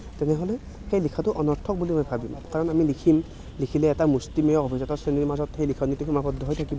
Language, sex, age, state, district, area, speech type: Assamese, male, 18-30, Assam, Nalbari, rural, spontaneous